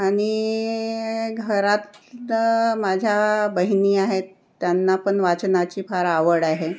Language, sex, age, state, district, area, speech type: Marathi, female, 60+, Maharashtra, Nagpur, urban, spontaneous